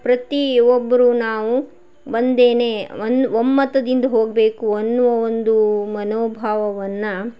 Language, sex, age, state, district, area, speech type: Kannada, female, 45-60, Karnataka, Shimoga, rural, spontaneous